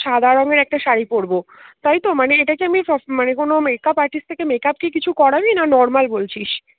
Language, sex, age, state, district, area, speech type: Bengali, female, 30-45, West Bengal, Dakshin Dinajpur, urban, conversation